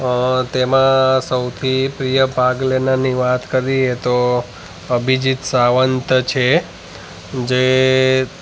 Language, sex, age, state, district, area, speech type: Gujarati, male, 30-45, Gujarat, Ahmedabad, urban, spontaneous